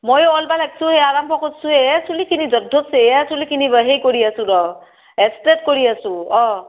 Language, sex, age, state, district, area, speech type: Assamese, female, 45-60, Assam, Barpeta, rural, conversation